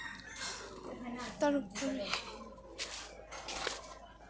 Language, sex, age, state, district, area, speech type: Assamese, female, 18-30, Assam, Kamrup Metropolitan, urban, spontaneous